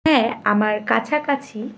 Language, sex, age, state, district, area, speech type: Bengali, female, 18-30, West Bengal, Malda, rural, spontaneous